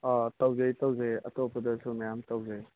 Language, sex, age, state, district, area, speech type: Manipuri, male, 45-60, Manipur, Imphal East, rural, conversation